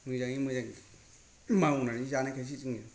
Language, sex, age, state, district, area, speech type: Bodo, male, 60+, Assam, Kokrajhar, rural, spontaneous